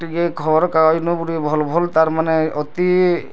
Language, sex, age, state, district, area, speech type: Odia, male, 30-45, Odisha, Bargarh, rural, spontaneous